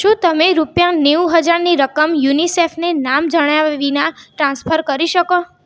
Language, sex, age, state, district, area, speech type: Gujarati, female, 18-30, Gujarat, Mehsana, rural, read